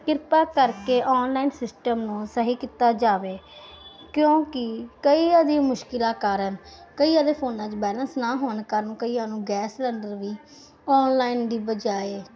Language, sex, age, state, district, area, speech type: Punjabi, female, 30-45, Punjab, Ludhiana, urban, spontaneous